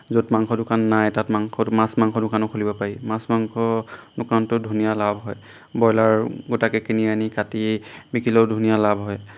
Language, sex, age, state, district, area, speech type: Assamese, male, 18-30, Assam, Golaghat, rural, spontaneous